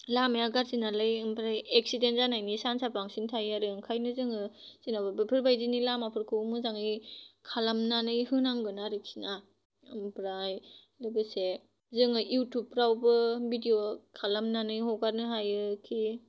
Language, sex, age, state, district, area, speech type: Bodo, female, 18-30, Assam, Kokrajhar, rural, spontaneous